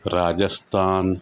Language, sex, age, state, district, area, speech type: Gujarati, male, 45-60, Gujarat, Anand, rural, spontaneous